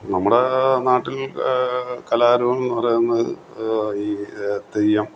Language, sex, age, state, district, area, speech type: Malayalam, male, 60+, Kerala, Kottayam, rural, spontaneous